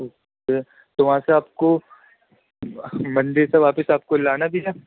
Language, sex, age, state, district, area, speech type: Urdu, male, 18-30, Delhi, Central Delhi, urban, conversation